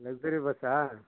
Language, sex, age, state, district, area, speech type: Kannada, male, 60+, Karnataka, Mysore, rural, conversation